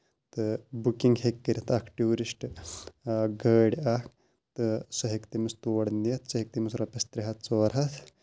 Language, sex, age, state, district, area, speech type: Kashmiri, male, 30-45, Jammu and Kashmir, Shopian, rural, spontaneous